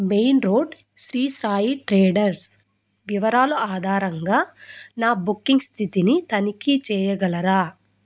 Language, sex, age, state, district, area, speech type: Telugu, female, 18-30, Andhra Pradesh, Anantapur, rural, spontaneous